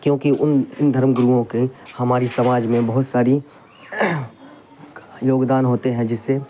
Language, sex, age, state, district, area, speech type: Urdu, male, 18-30, Bihar, Khagaria, rural, spontaneous